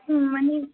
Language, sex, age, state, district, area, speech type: Assamese, female, 18-30, Assam, Udalguri, rural, conversation